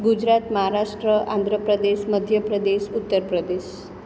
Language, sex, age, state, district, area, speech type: Gujarati, female, 30-45, Gujarat, Surat, urban, spontaneous